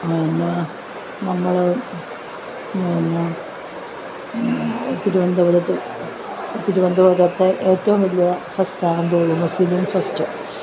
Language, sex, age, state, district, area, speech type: Malayalam, female, 45-60, Kerala, Alappuzha, urban, spontaneous